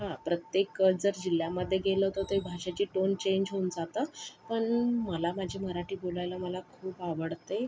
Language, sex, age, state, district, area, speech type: Marathi, female, 45-60, Maharashtra, Yavatmal, rural, spontaneous